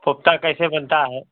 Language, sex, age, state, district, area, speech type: Hindi, male, 45-60, Uttar Pradesh, Ghazipur, rural, conversation